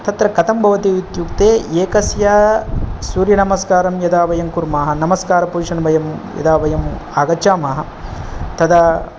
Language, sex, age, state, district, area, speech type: Sanskrit, male, 30-45, Telangana, Ranga Reddy, urban, spontaneous